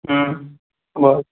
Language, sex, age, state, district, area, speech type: Bengali, male, 18-30, West Bengal, Kolkata, urban, conversation